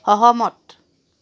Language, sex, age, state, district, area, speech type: Assamese, female, 45-60, Assam, Charaideo, urban, read